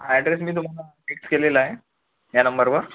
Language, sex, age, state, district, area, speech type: Marathi, male, 30-45, Maharashtra, Washim, rural, conversation